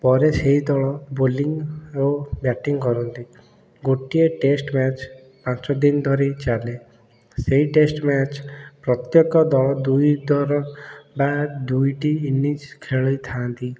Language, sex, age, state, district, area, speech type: Odia, male, 18-30, Odisha, Puri, urban, spontaneous